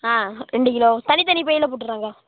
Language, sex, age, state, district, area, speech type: Tamil, male, 18-30, Tamil Nadu, Nagapattinam, rural, conversation